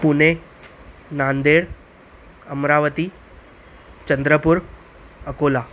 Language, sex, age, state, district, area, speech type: Sindhi, female, 45-60, Maharashtra, Thane, urban, spontaneous